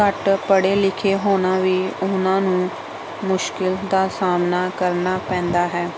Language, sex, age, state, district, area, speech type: Punjabi, female, 30-45, Punjab, Pathankot, rural, spontaneous